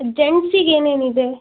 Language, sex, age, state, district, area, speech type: Kannada, female, 18-30, Karnataka, Tumkur, urban, conversation